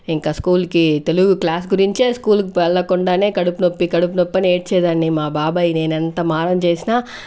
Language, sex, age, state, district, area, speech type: Telugu, female, 60+, Andhra Pradesh, Chittoor, rural, spontaneous